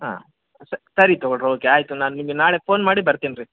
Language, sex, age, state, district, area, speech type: Kannada, male, 30-45, Karnataka, Bellary, rural, conversation